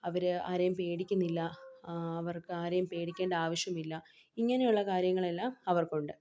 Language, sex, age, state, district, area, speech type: Malayalam, female, 18-30, Kerala, Palakkad, rural, spontaneous